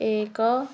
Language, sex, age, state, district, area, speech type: Odia, female, 18-30, Odisha, Ganjam, urban, spontaneous